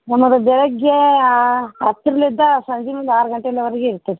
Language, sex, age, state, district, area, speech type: Kannada, female, 45-60, Karnataka, Gadag, rural, conversation